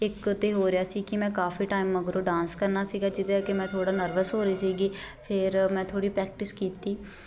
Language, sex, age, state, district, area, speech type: Punjabi, female, 18-30, Punjab, Shaheed Bhagat Singh Nagar, urban, spontaneous